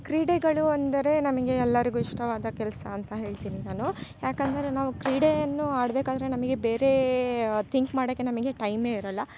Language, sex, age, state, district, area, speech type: Kannada, female, 18-30, Karnataka, Chikkamagaluru, rural, spontaneous